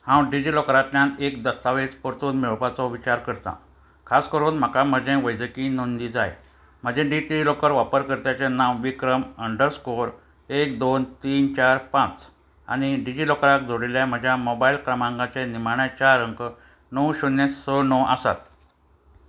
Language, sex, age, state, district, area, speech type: Goan Konkani, male, 60+, Goa, Ponda, rural, read